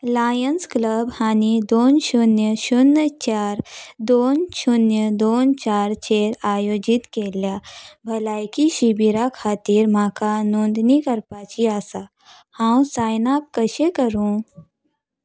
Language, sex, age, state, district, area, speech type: Goan Konkani, female, 18-30, Goa, Salcete, rural, read